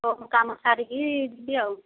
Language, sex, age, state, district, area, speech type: Odia, female, 45-60, Odisha, Gajapati, rural, conversation